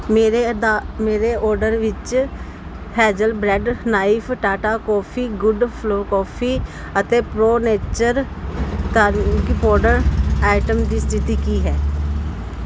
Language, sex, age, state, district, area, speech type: Punjabi, female, 30-45, Punjab, Pathankot, urban, read